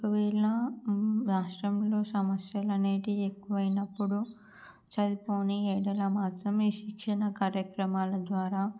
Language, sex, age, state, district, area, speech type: Telugu, female, 18-30, Andhra Pradesh, Srikakulam, urban, spontaneous